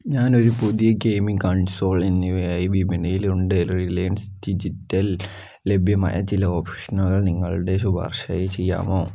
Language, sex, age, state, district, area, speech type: Malayalam, male, 18-30, Kerala, Wayanad, rural, read